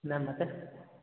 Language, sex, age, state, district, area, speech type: Kannada, male, 18-30, Karnataka, Mysore, urban, conversation